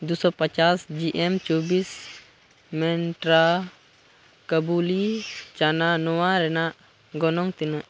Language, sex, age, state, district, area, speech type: Santali, male, 18-30, Jharkhand, Pakur, rural, read